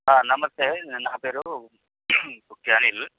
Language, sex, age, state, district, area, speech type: Telugu, male, 30-45, Telangana, Khammam, urban, conversation